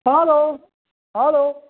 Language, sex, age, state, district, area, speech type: Dogri, male, 18-30, Jammu and Kashmir, Kathua, rural, conversation